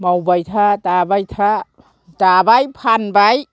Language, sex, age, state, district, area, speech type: Bodo, female, 60+, Assam, Kokrajhar, urban, spontaneous